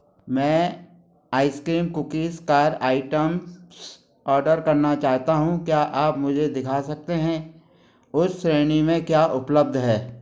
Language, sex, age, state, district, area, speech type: Hindi, male, 45-60, Madhya Pradesh, Gwalior, urban, read